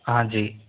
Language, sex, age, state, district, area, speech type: Hindi, male, 18-30, Rajasthan, Jodhpur, rural, conversation